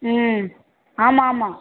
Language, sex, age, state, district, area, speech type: Tamil, female, 18-30, Tamil Nadu, Pudukkottai, rural, conversation